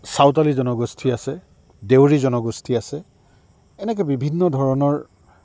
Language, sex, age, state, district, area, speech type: Assamese, male, 45-60, Assam, Goalpara, urban, spontaneous